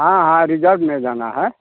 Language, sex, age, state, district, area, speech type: Hindi, male, 60+, Bihar, Samastipur, urban, conversation